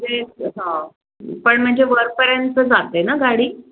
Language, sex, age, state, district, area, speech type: Marathi, female, 45-60, Maharashtra, Pune, urban, conversation